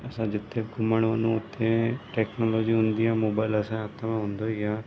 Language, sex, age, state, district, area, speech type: Sindhi, male, 30-45, Gujarat, Surat, urban, spontaneous